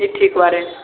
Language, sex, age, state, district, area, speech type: Maithili, male, 18-30, Bihar, Sitamarhi, rural, conversation